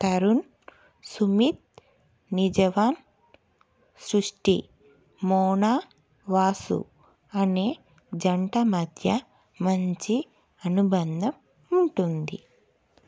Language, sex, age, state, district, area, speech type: Telugu, female, 30-45, Telangana, Karimnagar, urban, read